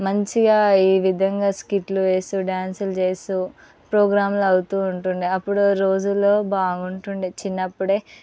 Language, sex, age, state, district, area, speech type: Telugu, female, 18-30, Telangana, Ranga Reddy, urban, spontaneous